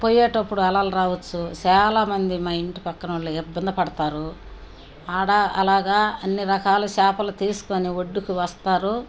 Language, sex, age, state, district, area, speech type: Telugu, female, 60+, Andhra Pradesh, Nellore, rural, spontaneous